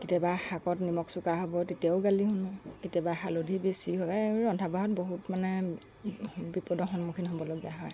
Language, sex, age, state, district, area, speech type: Assamese, female, 45-60, Assam, Lakhimpur, rural, spontaneous